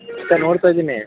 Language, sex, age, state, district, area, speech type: Kannada, male, 18-30, Karnataka, Mandya, rural, conversation